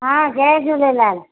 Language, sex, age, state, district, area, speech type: Sindhi, female, 45-60, Gujarat, Junagadh, urban, conversation